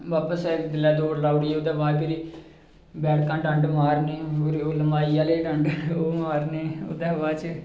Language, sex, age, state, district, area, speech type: Dogri, male, 18-30, Jammu and Kashmir, Reasi, rural, spontaneous